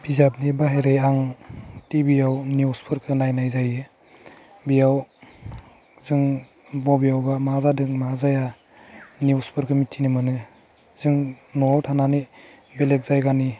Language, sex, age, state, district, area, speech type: Bodo, male, 18-30, Assam, Udalguri, urban, spontaneous